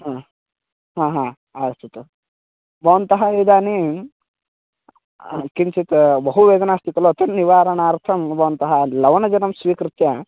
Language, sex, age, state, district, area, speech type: Sanskrit, male, 18-30, Karnataka, Bagalkot, rural, conversation